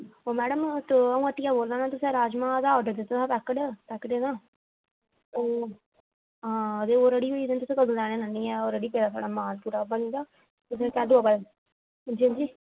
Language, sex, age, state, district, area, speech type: Dogri, female, 18-30, Jammu and Kashmir, Jammu, urban, conversation